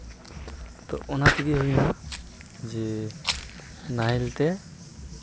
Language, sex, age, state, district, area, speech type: Santali, male, 18-30, West Bengal, Uttar Dinajpur, rural, spontaneous